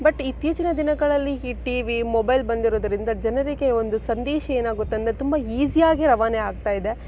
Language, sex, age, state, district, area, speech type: Kannada, female, 18-30, Karnataka, Chikkaballapur, rural, spontaneous